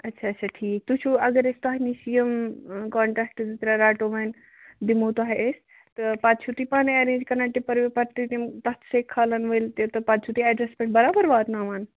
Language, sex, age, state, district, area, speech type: Kashmiri, female, 30-45, Jammu and Kashmir, Ganderbal, rural, conversation